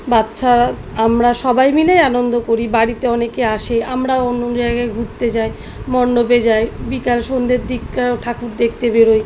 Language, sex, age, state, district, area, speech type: Bengali, female, 30-45, West Bengal, South 24 Parganas, urban, spontaneous